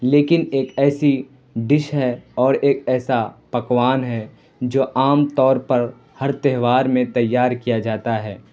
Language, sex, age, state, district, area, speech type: Urdu, male, 18-30, Bihar, Purnia, rural, spontaneous